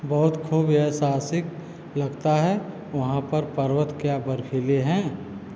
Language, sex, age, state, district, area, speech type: Hindi, male, 45-60, Uttar Pradesh, Azamgarh, rural, read